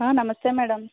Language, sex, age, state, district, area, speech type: Telugu, female, 45-60, Andhra Pradesh, East Godavari, rural, conversation